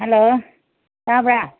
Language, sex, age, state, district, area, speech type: Manipuri, female, 18-30, Manipur, Senapati, rural, conversation